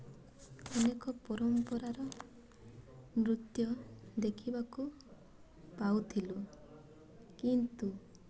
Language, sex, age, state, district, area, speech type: Odia, female, 18-30, Odisha, Mayurbhanj, rural, spontaneous